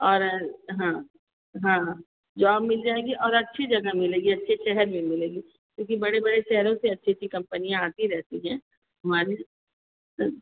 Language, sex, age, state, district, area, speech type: Hindi, female, 60+, Uttar Pradesh, Azamgarh, rural, conversation